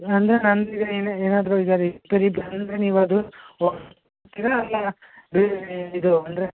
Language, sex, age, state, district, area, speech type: Kannada, male, 30-45, Karnataka, Dakshina Kannada, rural, conversation